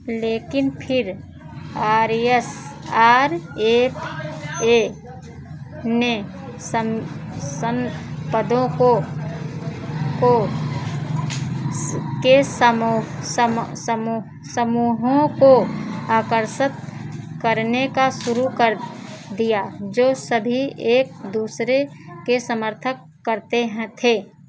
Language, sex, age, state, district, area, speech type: Hindi, female, 45-60, Uttar Pradesh, Ayodhya, rural, read